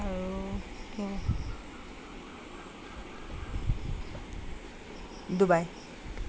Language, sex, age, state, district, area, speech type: Assamese, female, 60+, Assam, Charaideo, urban, spontaneous